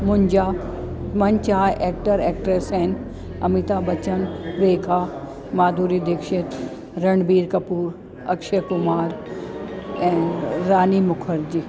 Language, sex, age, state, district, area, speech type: Sindhi, female, 45-60, Delhi, South Delhi, urban, spontaneous